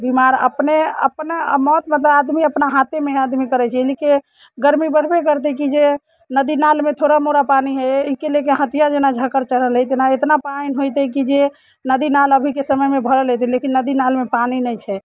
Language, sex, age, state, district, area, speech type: Maithili, female, 30-45, Bihar, Muzaffarpur, rural, spontaneous